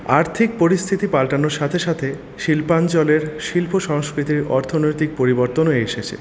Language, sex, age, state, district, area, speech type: Bengali, male, 30-45, West Bengal, Paschim Bardhaman, urban, spontaneous